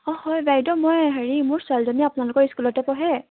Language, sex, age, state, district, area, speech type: Assamese, female, 18-30, Assam, Sivasagar, rural, conversation